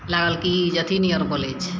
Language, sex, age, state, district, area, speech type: Maithili, female, 60+, Bihar, Madhepura, urban, spontaneous